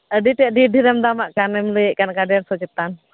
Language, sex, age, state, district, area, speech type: Santali, female, 30-45, West Bengal, Malda, rural, conversation